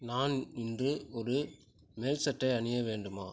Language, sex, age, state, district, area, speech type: Tamil, male, 30-45, Tamil Nadu, Tiruchirappalli, rural, read